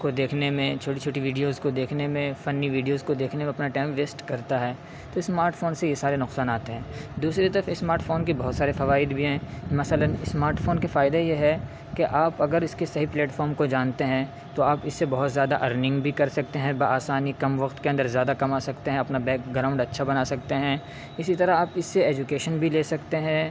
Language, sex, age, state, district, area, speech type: Urdu, male, 18-30, Uttar Pradesh, Saharanpur, urban, spontaneous